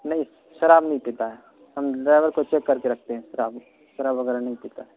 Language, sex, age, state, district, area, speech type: Urdu, male, 18-30, Bihar, Purnia, rural, conversation